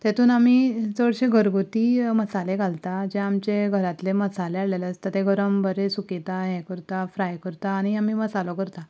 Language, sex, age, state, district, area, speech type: Goan Konkani, female, 18-30, Goa, Ponda, rural, spontaneous